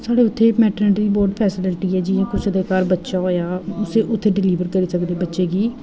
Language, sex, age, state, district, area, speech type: Dogri, female, 18-30, Jammu and Kashmir, Jammu, rural, spontaneous